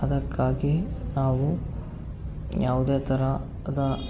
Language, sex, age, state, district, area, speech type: Kannada, male, 18-30, Karnataka, Davanagere, rural, spontaneous